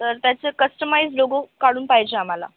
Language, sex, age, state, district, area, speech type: Marathi, female, 18-30, Maharashtra, Nanded, rural, conversation